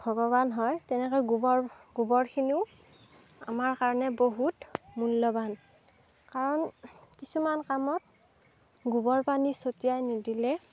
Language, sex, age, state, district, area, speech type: Assamese, female, 45-60, Assam, Darrang, rural, spontaneous